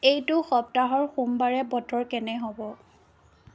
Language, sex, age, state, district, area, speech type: Assamese, female, 30-45, Assam, Jorhat, rural, read